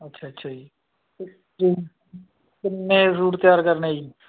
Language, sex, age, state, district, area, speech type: Punjabi, male, 45-60, Punjab, Muktsar, urban, conversation